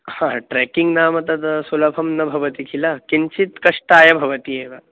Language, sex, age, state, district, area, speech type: Sanskrit, male, 18-30, Maharashtra, Nagpur, urban, conversation